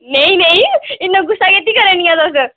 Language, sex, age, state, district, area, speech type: Dogri, female, 30-45, Jammu and Kashmir, Udhampur, urban, conversation